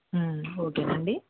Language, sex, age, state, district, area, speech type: Telugu, female, 45-60, Andhra Pradesh, Bapatla, urban, conversation